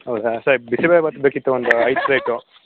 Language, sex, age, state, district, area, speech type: Kannada, male, 18-30, Karnataka, Mandya, rural, conversation